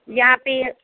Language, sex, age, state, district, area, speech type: Hindi, female, 18-30, Bihar, Samastipur, rural, conversation